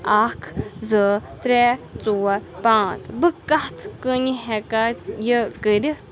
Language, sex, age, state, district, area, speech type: Kashmiri, female, 30-45, Jammu and Kashmir, Anantnag, urban, read